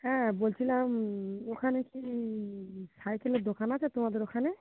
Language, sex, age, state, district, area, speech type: Bengali, female, 45-60, West Bengal, Dakshin Dinajpur, urban, conversation